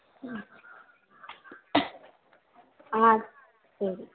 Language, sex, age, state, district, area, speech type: Tamil, female, 18-30, Tamil Nadu, Thanjavur, rural, conversation